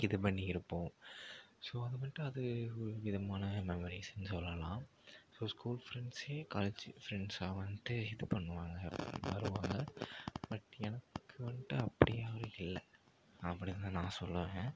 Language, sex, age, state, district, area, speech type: Tamil, male, 45-60, Tamil Nadu, Ariyalur, rural, spontaneous